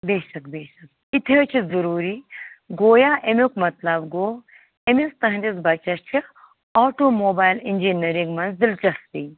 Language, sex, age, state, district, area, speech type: Kashmiri, female, 45-60, Jammu and Kashmir, Bandipora, rural, conversation